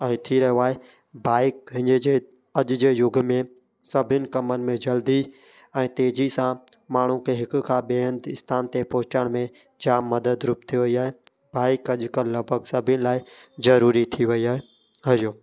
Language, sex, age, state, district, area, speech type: Sindhi, male, 30-45, Gujarat, Kutch, rural, spontaneous